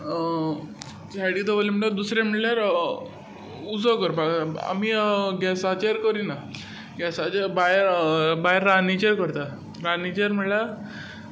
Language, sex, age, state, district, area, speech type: Goan Konkani, male, 18-30, Goa, Tiswadi, rural, spontaneous